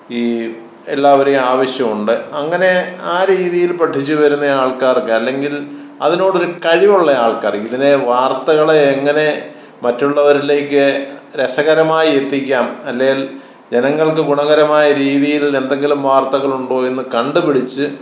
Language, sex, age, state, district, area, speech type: Malayalam, male, 60+, Kerala, Kottayam, rural, spontaneous